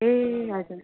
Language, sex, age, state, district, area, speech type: Nepali, female, 18-30, West Bengal, Darjeeling, rural, conversation